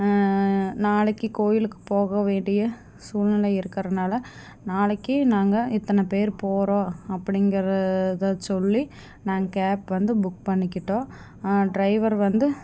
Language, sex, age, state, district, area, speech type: Tamil, female, 30-45, Tamil Nadu, Tiruppur, rural, spontaneous